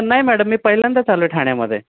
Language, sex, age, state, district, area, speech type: Marathi, male, 45-60, Maharashtra, Thane, rural, conversation